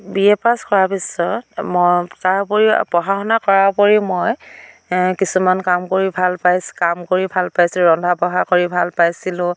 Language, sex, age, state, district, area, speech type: Assamese, female, 45-60, Assam, Dhemaji, rural, spontaneous